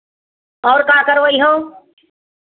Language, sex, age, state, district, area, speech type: Hindi, female, 60+, Uttar Pradesh, Hardoi, rural, conversation